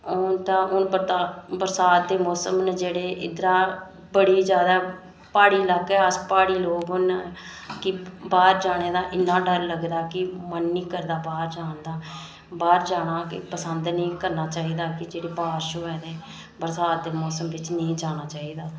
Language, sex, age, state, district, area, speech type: Dogri, female, 30-45, Jammu and Kashmir, Reasi, rural, spontaneous